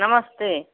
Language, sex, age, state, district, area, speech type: Hindi, female, 60+, Uttar Pradesh, Mau, rural, conversation